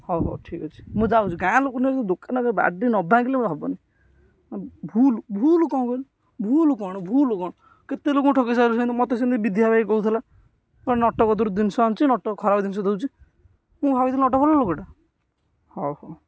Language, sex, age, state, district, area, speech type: Odia, male, 18-30, Odisha, Jagatsinghpur, rural, spontaneous